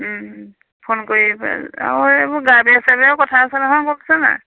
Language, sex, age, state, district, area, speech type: Assamese, female, 30-45, Assam, Majuli, urban, conversation